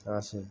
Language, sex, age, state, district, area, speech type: Bengali, male, 45-60, West Bengal, Uttar Dinajpur, urban, spontaneous